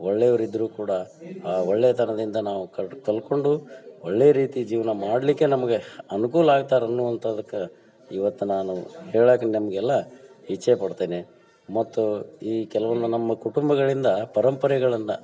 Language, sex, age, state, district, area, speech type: Kannada, male, 45-60, Karnataka, Dharwad, urban, spontaneous